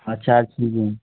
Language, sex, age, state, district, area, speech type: Hindi, male, 18-30, Madhya Pradesh, Gwalior, rural, conversation